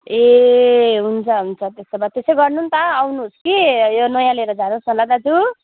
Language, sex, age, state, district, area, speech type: Nepali, female, 30-45, West Bengal, Jalpaiguri, rural, conversation